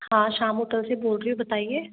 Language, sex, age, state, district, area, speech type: Hindi, female, 30-45, Rajasthan, Jaipur, urban, conversation